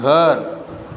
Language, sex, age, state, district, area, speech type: Hindi, male, 45-60, Uttar Pradesh, Azamgarh, rural, read